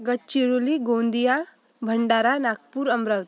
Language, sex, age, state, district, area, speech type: Marathi, female, 18-30, Maharashtra, Amravati, urban, spontaneous